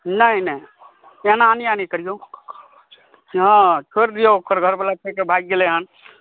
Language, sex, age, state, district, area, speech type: Maithili, male, 30-45, Bihar, Saharsa, rural, conversation